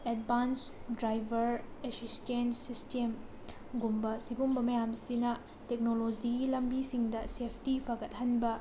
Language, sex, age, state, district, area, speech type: Manipuri, female, 30-45, Manipur, Tengnoupal, rural, spontaneous